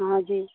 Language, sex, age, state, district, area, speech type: Hindi, female, 45-60, Uttar Pradesh, Pratapgarh, rural, conversation